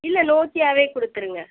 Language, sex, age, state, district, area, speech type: Tamil, female, 30-45, Tamil Nadu, Coimbatore, rural, conversation